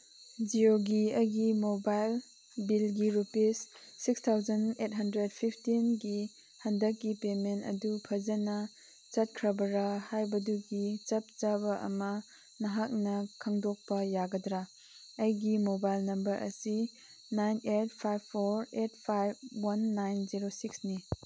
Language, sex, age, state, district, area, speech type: Manipuri, female, 18-30, Manipur, Chandel, rural, read